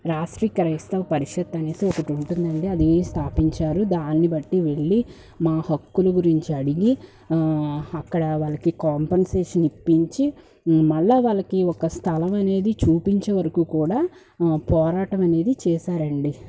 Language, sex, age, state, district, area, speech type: Telugu, female, 18-30, Andhra Pradesh, Guntur, urban, spontaneous